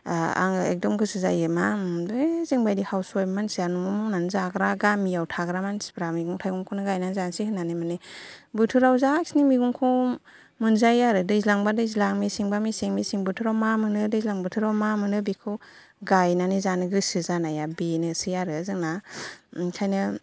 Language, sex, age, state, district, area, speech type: Bodo, female, 30-45, Assam, Kokrajhar, urban, spontaneous